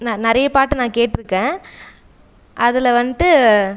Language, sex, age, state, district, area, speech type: Tamil, female, 30-45, Tamil Nadu, Viluppuram, rural, spontaneous